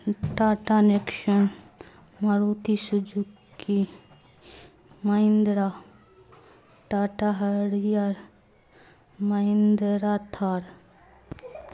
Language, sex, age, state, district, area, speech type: Urdu, female, 45-60, Bihar, Darbhanga, rural, spontaneous